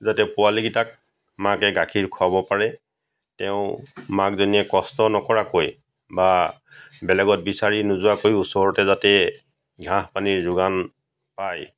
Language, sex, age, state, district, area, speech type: Assamese, male, 45-60, Assam, Golaghat, rural, spontaneous